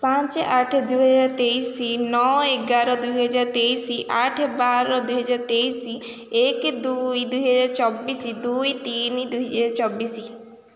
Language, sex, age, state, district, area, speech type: Odia, female, 18-30, Odisha, Kendrapara, urban, spontaneous